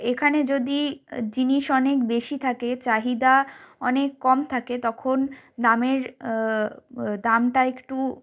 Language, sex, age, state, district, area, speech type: Bengali, female, 18-30, West Bengal, North 24 Parganas, rural, spontaneous